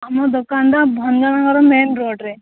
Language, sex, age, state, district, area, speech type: Odia, female, 18-30, Odisha, Ganjam, urban, conversation